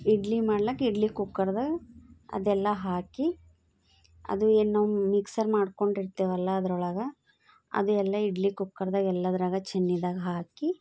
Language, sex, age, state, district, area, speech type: Kannada, female, 30-45, Karnataka, Bidar, urban, spontaneous